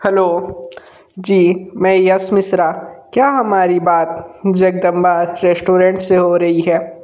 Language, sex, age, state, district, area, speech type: Hindi, male, 30-45, Uttar Pradesh, Sonbhadra, rural, spontaneous